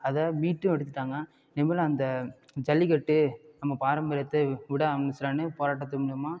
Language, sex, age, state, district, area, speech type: Tamil, male, 30-45, Tamil Nadu, Ariyalur, rural, spontaneous